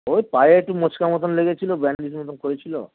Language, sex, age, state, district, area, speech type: Bengali, male, 45-60, West Bengal, Dakshin Dinajpur, rural, conversation